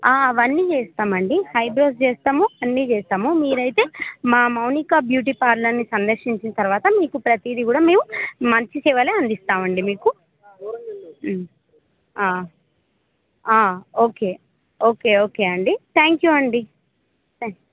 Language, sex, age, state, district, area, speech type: Telugu, female, 18-30, Telangana, Khammam, urban, conversation